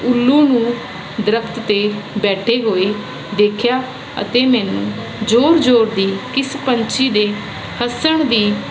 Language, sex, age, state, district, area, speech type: Punjabi, female, 30-45, Punjab, Ludhiana, urban, spontaneous